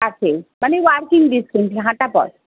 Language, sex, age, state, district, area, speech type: Bengali, female, 30-45, West Bengal, Darjeeling, rural, conversation